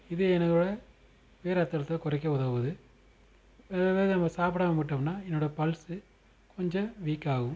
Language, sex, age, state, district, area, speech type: Tamil, male, 30-45, Tamil Nadu, Madurai, urban, spontaneous